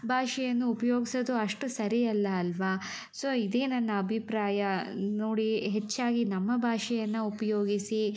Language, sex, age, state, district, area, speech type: Kannada, female, 18-30, Karnataka, Shimoga, rural, spontaneous